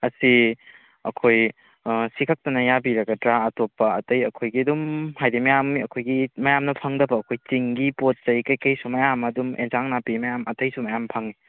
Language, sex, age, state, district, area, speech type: Manipuri, male, 18-30, Manipur, Kakching, rural, conversation